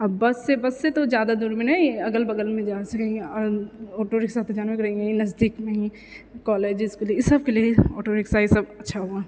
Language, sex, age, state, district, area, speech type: Maithili, female, 18-30, Bihar, Purnia, rural, spontaneous